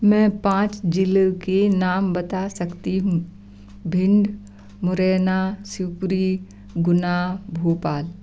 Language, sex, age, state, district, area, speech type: Hindi, female, 60+, Madhya Pradesh, Gwalior, rural, spontaneous